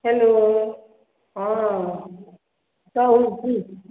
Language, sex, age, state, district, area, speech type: Maithili, female, 30-45, Bihar, Madhubani, urban, conversation